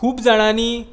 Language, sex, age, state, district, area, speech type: Goan Konkani, male, 18-30, Goa, Tiswadi, rural, spontaneous